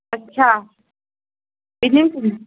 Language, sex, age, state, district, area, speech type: Sindhi, female, 30-45, Madhya Pradesh, Katni, rural, conversation